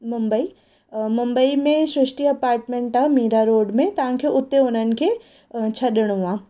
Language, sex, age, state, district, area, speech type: Sindhi, female, 18-30, Maharashtra, Mumbai Suburban, rural, spontaneous